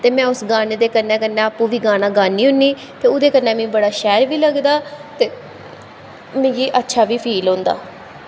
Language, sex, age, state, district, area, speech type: Dogri, female, 18-30, Jammu and Kashmir, Kathua, rural, spontaneous